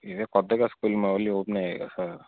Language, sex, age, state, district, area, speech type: Telugu, male, 18-30, Andhra Pradesh, Guntur, urban, conversation